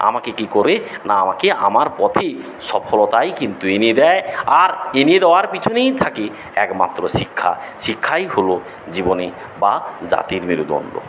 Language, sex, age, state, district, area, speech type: Bengali, male, 45-60, West Bengal, Paschim Medinipur, rural, spontaneous